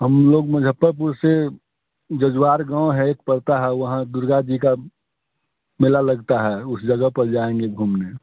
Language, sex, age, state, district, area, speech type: Hindi, male, 30-45, Bihar, Muzaffarpur, rural, conversation